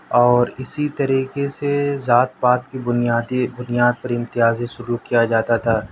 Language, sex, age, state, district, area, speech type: Urdu, male, 18-30, Delhi, South Delhi, urban, spontaneous